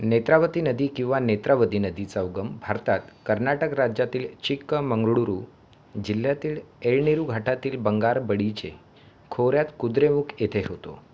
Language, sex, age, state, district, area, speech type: Marathi, male, 18-30, Maharashtra, Thane, urban, read